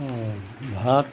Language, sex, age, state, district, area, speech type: Assamese, male, 60+, Assam, Golaghat, urban, spontaneous